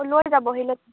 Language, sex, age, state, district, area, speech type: Assamese, female, 18-30, Assam, Biswanath, rural, conversation